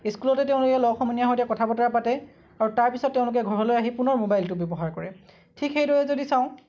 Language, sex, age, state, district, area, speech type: Assamese, male, 18-30, Assam, Lakhimpur, rural, spontaneous